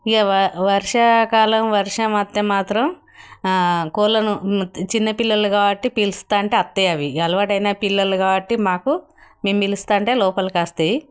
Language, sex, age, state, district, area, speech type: Telugu, female, 60+, Telangana, Jagtial, rural, spontaneous